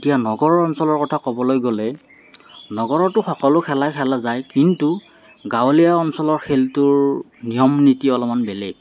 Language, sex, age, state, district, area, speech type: Assamese, male, 30-45, Assam, Morigaon, rural, spontaneous